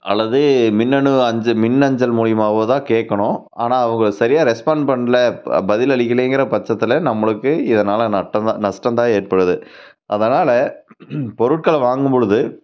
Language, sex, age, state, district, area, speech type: Tamil, male, 30-45, Tamil Nadu, Tiruppur, rural, spontaneous